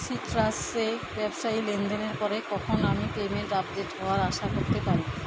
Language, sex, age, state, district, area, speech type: Bengali, female, 30-45, West Bengal, Alipurduar, rural, read